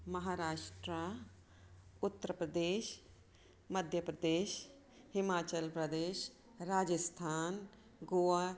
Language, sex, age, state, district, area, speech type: Sindhi, female, 45-60, Maharashtra, Thane, urban, spontaneous